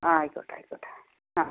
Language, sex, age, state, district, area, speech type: Malayalam, female, 60+, Kerala, Wayanad, rural, conversation